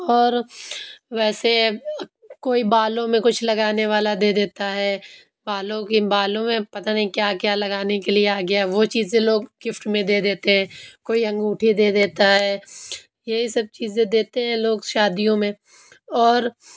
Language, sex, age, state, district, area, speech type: Urdu, female, 30-45, Uttar Pradesh, Lucknow, urban, spontaneous